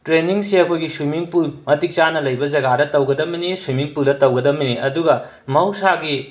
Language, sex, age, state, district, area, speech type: Manipuri, male, 45-60, Manipur, Imphal West, rural, spontaneous